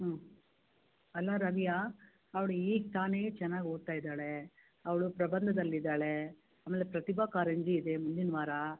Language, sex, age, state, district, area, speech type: Kannada, female, 60+, Karnataka, Bangalore Rural, rural, conversation